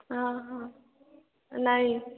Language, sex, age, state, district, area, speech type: Odia, female, 18-30, Odisha, Dhenkanal, rural, conversation